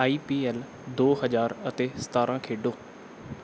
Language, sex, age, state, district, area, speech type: Punjabi, male, 18-30, Punjab, Bathinda, urban, read